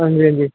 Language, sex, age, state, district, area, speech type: Dogri, male, 30-45, Jammu and Kashmir, Udhampur, rural, conversation